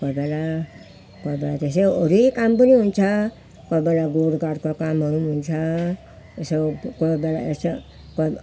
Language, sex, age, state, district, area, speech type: Nepali, female, 60+, West Bengal, Jalpaiguri, rural, spontaneous